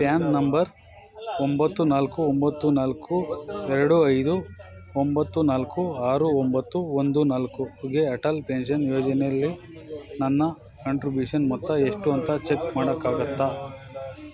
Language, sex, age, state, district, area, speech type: Kannada, male, 45-60, Karnataka, Bangalore Urban, rural, read